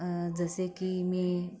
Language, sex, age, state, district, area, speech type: Marathi, female, 45-60, Maharashtra, Akola, urban, spontaneous